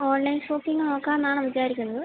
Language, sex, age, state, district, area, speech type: Malayalam, female, 18-30, Kerala, Idukki, rural, conversation